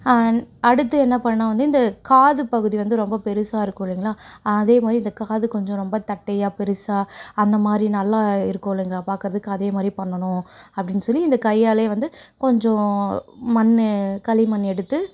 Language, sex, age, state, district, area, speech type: Tamil, female, 18-30, Tamil Nadu, Perambalur, rural, spontaneous